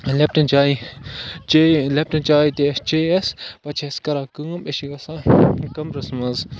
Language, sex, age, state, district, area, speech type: Kashmiri, other, 18-30, Jammu and Kashmir, Kupwara, rural, spontaneous